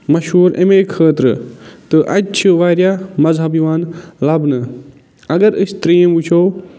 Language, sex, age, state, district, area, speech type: Kashmiri, male, 45-60, Jammu and Kashmir, Budgam, urban, spontaneous